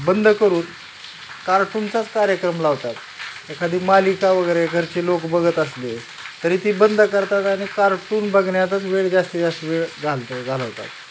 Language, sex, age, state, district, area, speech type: Marathi, male, 45-60, Maharashtra, Osmanabad, rural, spontaneous